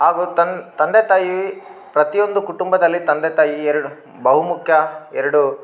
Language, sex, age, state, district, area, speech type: Kannada, male, 18-30, Karnataka, Bellary, rural, spontaneous